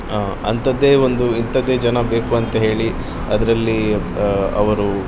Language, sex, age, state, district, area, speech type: Kannada, male, 30-45, Karnataka, Udupi, urban, spontaneous